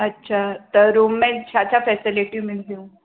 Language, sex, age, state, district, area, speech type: Sindhi, female, 45-60, Gujarat, Surat, urban, conversation